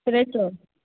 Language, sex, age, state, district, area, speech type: Bengali, female, 18-30, West Bengal, Murshidabad, rural, conversation